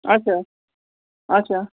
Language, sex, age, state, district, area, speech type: Kashmiri, male, 18-30, Jammu and Kashmir, Baramulla, rural, conversation